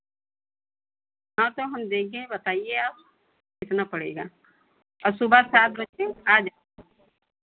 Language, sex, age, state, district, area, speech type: Hindi, female, 60+, Uttar Pradesh, Lucknow, rural, conversation